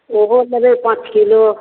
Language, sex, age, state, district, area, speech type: Maithili, female, 45-60, Bihar, Darbhanga, rural, conversation